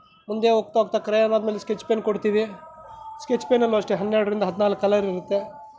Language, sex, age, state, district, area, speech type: Kannada, male, 30-45, Karnataka, Chikkaballapur, rural, spontaneous